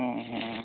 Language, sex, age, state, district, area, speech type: Odia, male, 45-60, Odisha, Sundergarh, rural, conversation